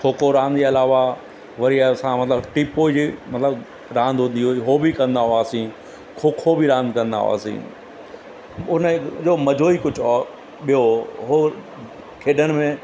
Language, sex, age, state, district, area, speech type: Sindhi, male, 45-60, Gujarat, Surat, urban, spontaneous